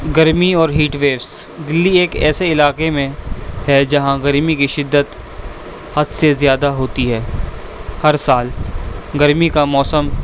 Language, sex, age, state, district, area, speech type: Urdu, male, 18-30, Delhi, East Delhi, urban, spontaneous